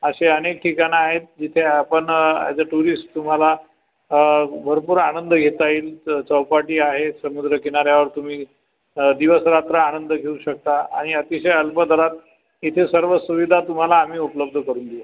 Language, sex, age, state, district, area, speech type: Marathi, male, 45-60, Maharashtra, Buldhana, rural, conversation